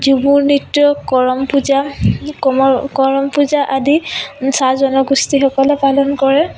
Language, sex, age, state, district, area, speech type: Assamese, female, 18-30, Assam, Biswanath, rural, spontaneous